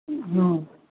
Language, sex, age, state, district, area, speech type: Maithili, female, 45-60, Bihar, Begusarai, rural, conversation